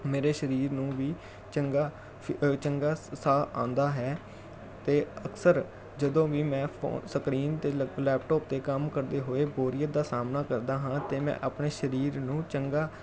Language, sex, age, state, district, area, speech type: Punjabi, male, 30-45, Punjab, Jalandhar, urban, spontaneous